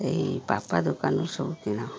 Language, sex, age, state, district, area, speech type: Odia, female, 60+, Odisha, Jagatsinghpur, rural, spontaneous